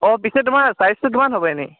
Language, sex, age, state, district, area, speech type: Assamese, male, 18-30, Assam, Charaideo, urban, conversation